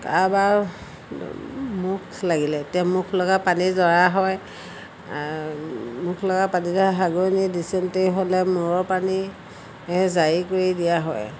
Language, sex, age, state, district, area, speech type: Assamese, female, 60+, Assam, Golaghat, urban, spontaneous